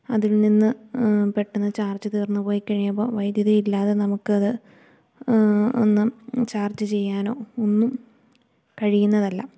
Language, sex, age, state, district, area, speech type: Malayalam, female, 18-30, Kerala, Idukki, rural, spontaneous